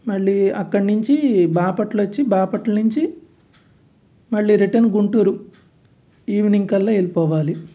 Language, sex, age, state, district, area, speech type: Telugu, male, 45-60, Andhra Pradesh, Guntur, urban, spontaneous